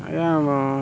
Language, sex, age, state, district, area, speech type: Odia, male, 30-45, Odisha, Kendrapara, urban, spontaneous